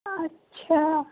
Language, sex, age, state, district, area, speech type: Urdu, male, 30-45, Uttar Pradesh, Gautam Buddha Nagar, rural, conversation